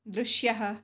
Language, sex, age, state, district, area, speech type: Sanskrit, female, 30-45, Karnataka, Dakshina Kannada, urban, read